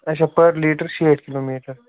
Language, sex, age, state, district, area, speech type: Kashmiri, male, 18-30, Jammu and Kashmir, Baramulla, rural, conversation